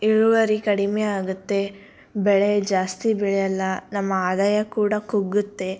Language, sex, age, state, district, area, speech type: Kannada, female, 18-30, Karnataka, Koppal, rural, spontaneous